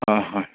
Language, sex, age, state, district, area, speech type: Manipuri, male, 30-45, Manipur, Senapati, rural, conversation